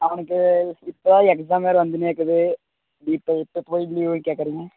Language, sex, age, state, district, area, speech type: Tamil, male, 18-30, Tamil Nadu, Dharmapuri, urban, conversation